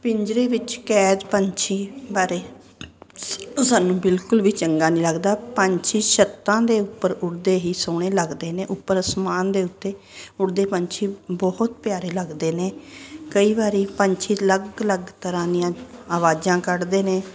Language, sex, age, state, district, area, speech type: Punjabi, female, 60+, Punjab, Ludhiana, urban, spontaneous